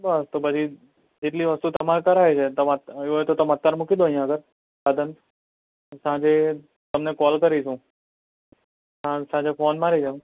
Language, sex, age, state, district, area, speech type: Gujarati, male, 18-30, Gujarat, Anand, urban, conversation